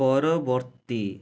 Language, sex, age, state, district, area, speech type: Odia, male, 30-45, Odisha, Cuttack, urban, read